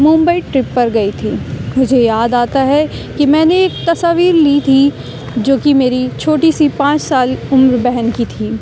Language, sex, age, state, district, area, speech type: Urdu, female, 18-30, Uttar Pradesh, Aligarh, urban, spontaneous